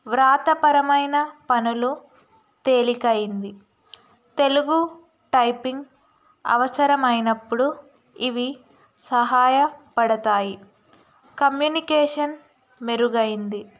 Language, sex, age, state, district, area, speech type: Telugu, female, 18-30, Telangana, Narayanpet, rural, spontaneous